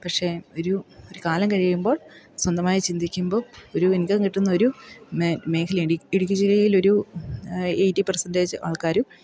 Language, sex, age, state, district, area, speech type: Malayalam, female, 30-45, Kerala, Idukki, rural, spontaneous